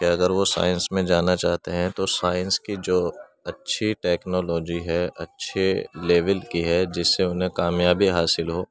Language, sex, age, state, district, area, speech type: Urdu, male, 18-30, Uttar Pradesh, Gautam Buddha Nagar, urban, spontaneous